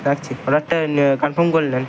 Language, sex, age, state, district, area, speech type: Bengali, male, 18-30, West Bengal, Purba Medinipur, rural, spontaneous